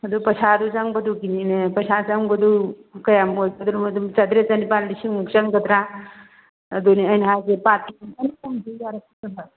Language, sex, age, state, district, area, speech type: Manipuri, female, 45-60, Manipur, Churachandpur, rural, conversation